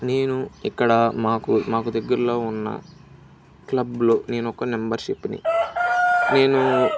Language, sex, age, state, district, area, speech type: Telugu, male, 18-30, Andhra Pradesh, Bapatla, rural, spontaneous